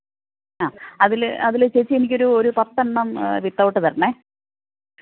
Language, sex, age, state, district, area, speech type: Malayalam, female, 45-60, Kerala, Pathanamthitta, rural, conversation